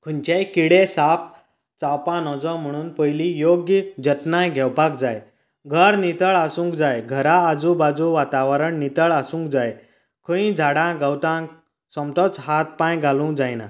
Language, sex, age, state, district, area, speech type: Goan Konkani, male, 30-45, Goa, Canacona, rural, spontaneous